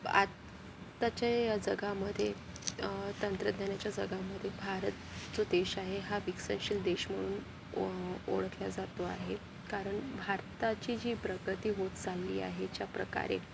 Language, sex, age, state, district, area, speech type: Marathi, female, 30-45, Maharashtra, Yavatmal, urban, spontaneous